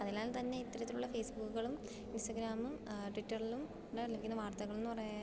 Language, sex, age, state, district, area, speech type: Malayalam, female, 18-30, Kerala, Idukki, rural, spontaneous